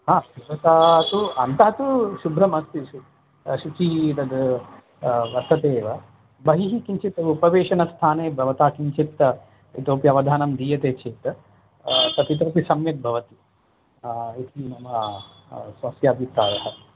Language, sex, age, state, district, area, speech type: Sanskrit, male, 45-60, Karnataka, Bangalore Urban, urban, conversation